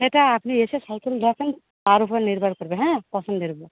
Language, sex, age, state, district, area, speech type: Bengali, female, 18-30, West Bengal, Uttar Dinajpur, urban, conversation